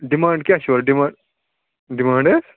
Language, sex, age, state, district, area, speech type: Kashmiri, male, 30-45, Jammu and Kashmir, Ganderbal, rural, conversation